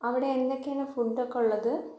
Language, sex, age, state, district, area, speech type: Malayalam, female, 18-30, Kerala, Wayanad, rural, spontaneous